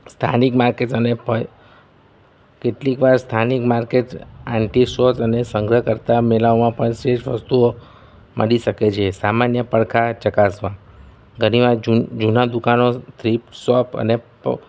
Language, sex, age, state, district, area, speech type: Gujarati, male, 30-45, Gujarat, Kheda, rural, spontaneous